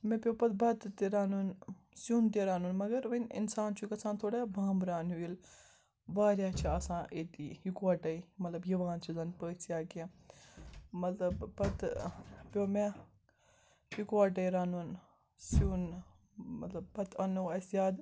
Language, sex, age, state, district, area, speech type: Kashmiri, female, 18-30, Jammu and Kashmir, Srinagar, urban, spontaneous